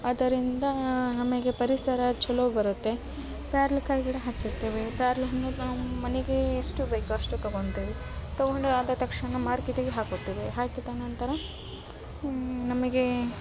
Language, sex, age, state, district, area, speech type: Kannada, female, 18-30, Karnataka, Gadag, urban, spontaneous